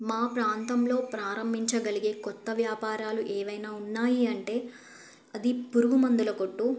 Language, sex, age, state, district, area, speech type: Telugu, female, 18-30, Telangana, Bhadradri Kothagudem, rural, spontaneous